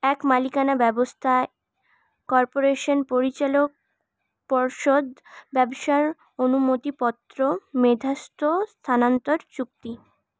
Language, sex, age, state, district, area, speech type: Bengali, female, 18-30, West Bengal, Paschim Bardhaman, urban, spontaneous